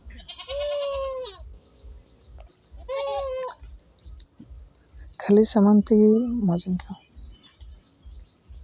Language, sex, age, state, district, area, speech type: Santali, male, 18-30, West Bengal, Uttar Dinajpur, rural, spontaneous